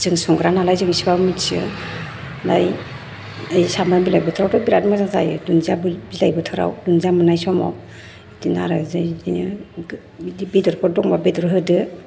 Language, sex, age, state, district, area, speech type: Bodo, female, 30-45, Assam, Chirang, urban, spontaneous